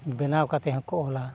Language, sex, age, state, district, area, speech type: Santali, male, 45-60, Odisha, Mayurbhanj, rural, spontaneous